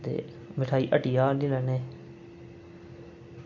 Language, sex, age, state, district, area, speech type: Dogri, male, 30-45, Jammu and Kashmir, Reasi, rural, spontaneous